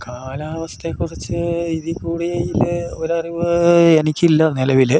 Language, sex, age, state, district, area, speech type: Malayalam, male, 60+, Kerala, Idukki, rural, spontaneous